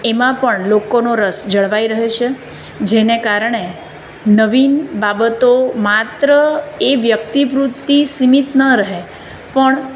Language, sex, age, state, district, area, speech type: Gujarati, female, 30-45, Gujarat, Surat, urban, spontaneous